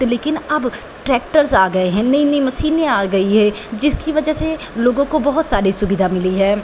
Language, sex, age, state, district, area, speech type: Hindi, female, 18-30, Uttar Pradesh, Pratapgarh, rural, spontaneous